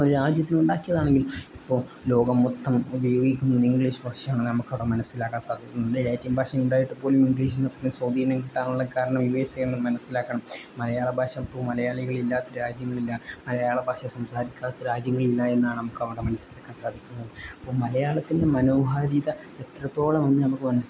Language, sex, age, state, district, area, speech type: Malayalam, male, 18-30, Kerala, Kozhikode, rural, spontaneous